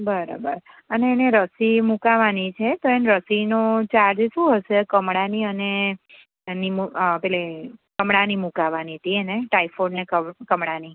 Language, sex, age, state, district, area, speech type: Gujarati, female, 30-45, Gujarat, Anand, urban, conversation